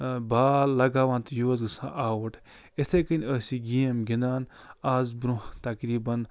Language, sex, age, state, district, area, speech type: Kashmiri, male, 45-60, Jammu and Kashmir, Budgam, rural, spontaneous